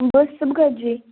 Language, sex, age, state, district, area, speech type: Kashmiri, female, 18-30, Jammu and Kashmir, Bandipora, rural, conversation